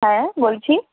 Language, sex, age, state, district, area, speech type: Bengali, female, 45-60, West Bengal, Purba Medinipur, rural, conversation